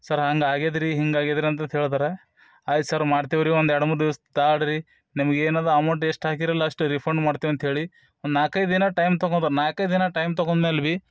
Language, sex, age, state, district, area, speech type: Kannada, male, 30-45, Karnataka, Bidar, urban, spontaneous